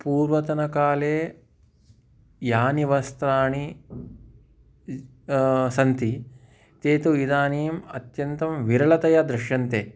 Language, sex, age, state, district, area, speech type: Sanskrit, male, 30-45, Telangana, Hyderabad, urban, spontaneous